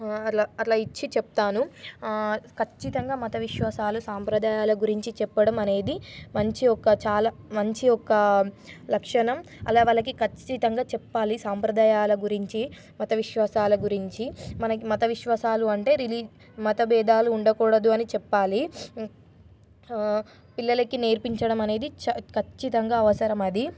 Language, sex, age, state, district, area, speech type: Telugu, female, 18-30, Telangana, Nizamabad, urban, spontaneous